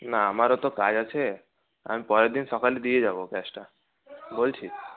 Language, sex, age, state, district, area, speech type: Bengali, male, 30-45, West Bengal, Paschim Bardhaman, urban, conversation